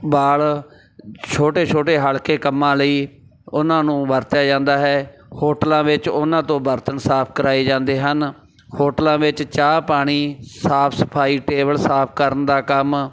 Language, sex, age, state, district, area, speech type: Punjabi, male, 45-60, Punjab, Bathinda, rural, spontaneous